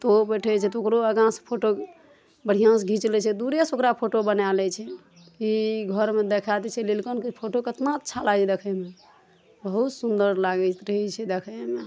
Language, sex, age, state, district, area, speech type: Maithili, female, 45-60, Bihar, Araria, rural, spontaneous